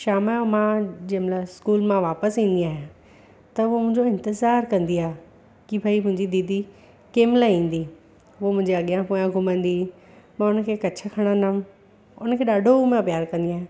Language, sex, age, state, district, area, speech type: Sindhi, female, 30-45, Gujarat, Surat, urban, spontaneous